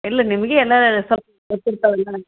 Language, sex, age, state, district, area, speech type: Kannada, female, 45-60, Karnataka, Gulbarga, urban, conversation